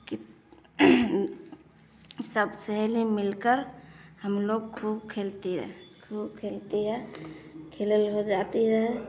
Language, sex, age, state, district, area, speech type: Hindi, female, 30-45, Bihar, Vaishali, rural, spontaneous